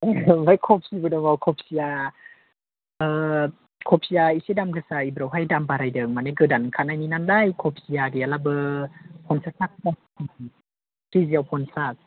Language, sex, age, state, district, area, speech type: Bodo, male, 18-30, Assam, Chirang, urban, conversation